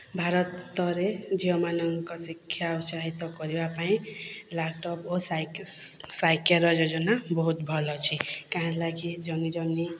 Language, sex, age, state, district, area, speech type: Odia, female, 45-60, Odisha, Boudh, rural, spontaneous